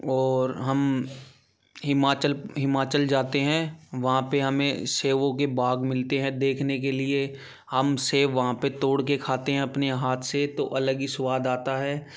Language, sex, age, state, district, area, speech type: Hindi, male, 18-30, Madhya Pradesh, Gwalior, rural, spontaneous